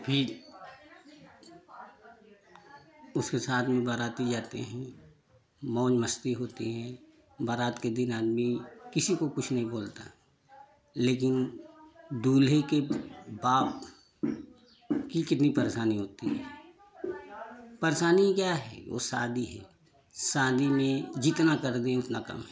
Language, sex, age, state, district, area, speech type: Hindi, male, 30-45, Uttar Pradesh, Jaunpur, rural, spontaneous